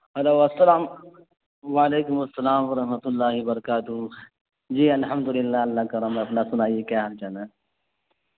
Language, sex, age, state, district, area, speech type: Urdu, male, 45-60, Bihar, Araria, rural, conversation